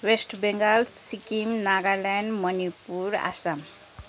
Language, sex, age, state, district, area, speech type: Nepali, female, 30-45, West Bengal, Kalimpong, rural, spontaneous